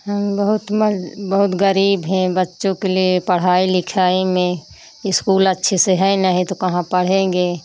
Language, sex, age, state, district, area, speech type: Hindi, female, 30-45, Uttar Pradesh, Pratapgarh, rural, spontaneous